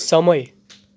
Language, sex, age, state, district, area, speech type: Gujarati, male, 18-30, Gujarat, Surat, rural, read